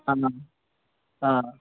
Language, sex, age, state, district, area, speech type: Telugu, male, 18-30, Telangana, Khammam, urban, conversation